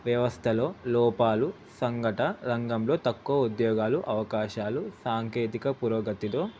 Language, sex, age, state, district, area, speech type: Telugu, male, 18-30, Telangana, Ranga Reddy, urban, spontaneous